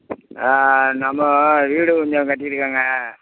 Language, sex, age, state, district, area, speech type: Tamil, male, 60+, Tamil Nadu, Perambalur, rural, conversation